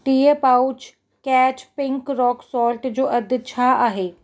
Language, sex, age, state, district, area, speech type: Sindhi, female, 30-45, Maharashtra, Mumbai Suburban, urban, read